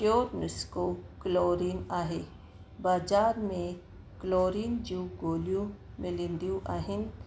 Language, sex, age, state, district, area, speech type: Sindhi, female, 30-45, Rajasthan, Ajmer, urban, spontaneous